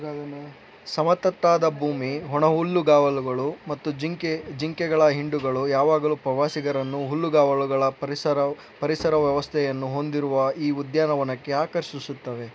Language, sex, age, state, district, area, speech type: Kannada, male, 60+, Karnataka, Tumkur, rural, read